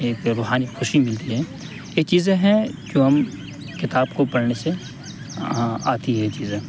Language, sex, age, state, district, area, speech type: Urdu, male, 18-30, Delhi, North West Delhi, urban, spontaneous